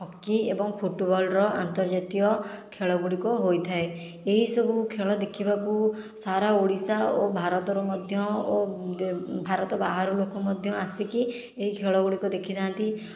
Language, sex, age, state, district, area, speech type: Odia, female, 18-30, Odisha, Khordha, rural, spontaneous